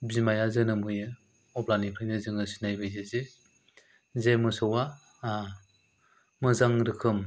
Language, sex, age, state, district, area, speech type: Bodo, male, 30-45, Assam, Chirang, rural, spontaneous